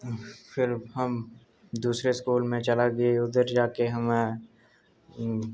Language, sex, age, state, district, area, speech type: Dogri, male, 18-30, Jammu and Kashmir, Udhampur, rural, spontaneous